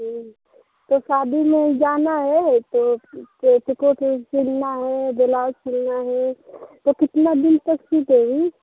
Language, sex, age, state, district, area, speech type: Hindi, female, 30-45, Uttar Pradesh, Mau, rural, conversation